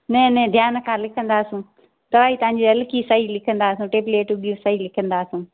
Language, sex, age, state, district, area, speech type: Sindhi, female, 30-45, Delhi, South Delhi, urban, conversation